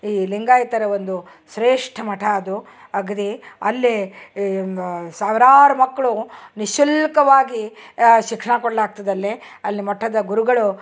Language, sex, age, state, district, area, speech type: Kannada, female, 60+, Karnataka, Dharwad, rural, spontaneous